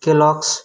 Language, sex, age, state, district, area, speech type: Nepali, male, 18-30, West Bengal, Darjeeling, rural, read